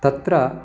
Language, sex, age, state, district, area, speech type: Sanskrit, male, 60+, Telangana, Karimnagar, urban, spontaneous